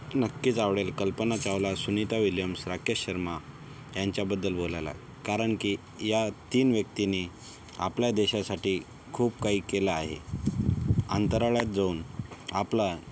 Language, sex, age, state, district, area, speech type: Marathi, male, 18-30, Maharashtra, Yavatmal, rural, spontaneous